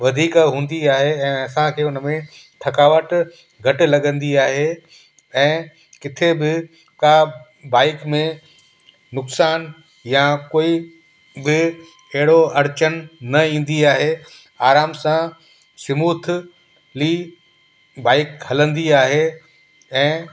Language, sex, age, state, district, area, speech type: Sindhi, male, 18-30, Gujarat, Kutch, rural, spontaneous